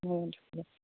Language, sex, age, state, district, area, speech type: Assamese, female, 30-45, Assam, Sivasagar, rural, conversation